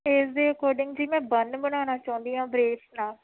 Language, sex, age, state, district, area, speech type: Punjabi, female, 45-60, Punjab, Shaheed Bhagat Singh Nagar, rural, conversation